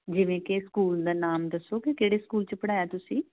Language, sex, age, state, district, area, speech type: Punjabi, female, 45-60, Punjab, Jalandhar, urban, conversation